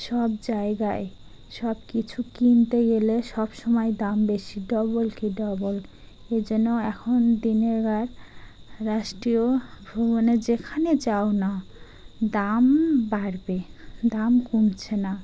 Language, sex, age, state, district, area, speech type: Bengali, female, 30-45, West Bengal, Dakshin Dinajpur, urban, spontaneous